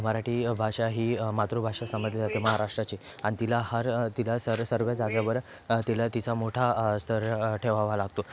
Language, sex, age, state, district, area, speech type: Marathi, male, 18-30, Maharashtra, Thane, urban, spontaneous